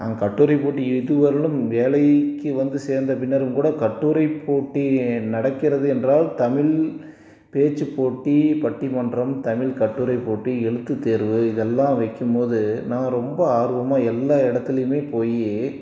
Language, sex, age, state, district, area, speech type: Tamil, male, 30-45, Tamil Nadu, Salem, rural, spontaneous